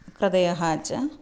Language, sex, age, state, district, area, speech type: Sanskrit, female, 45-60, Kerala, Thrissur, urban, spontaneous